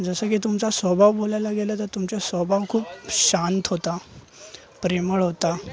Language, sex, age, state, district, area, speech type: Marathi, male, 18-30, Maharashtra, Thane, urban, spontaneous